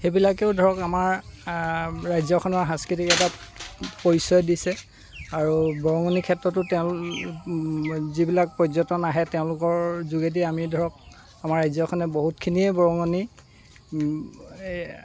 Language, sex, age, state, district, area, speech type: Assamese, male, 45-60, Assam, Dibrugarh, rural, spontaneous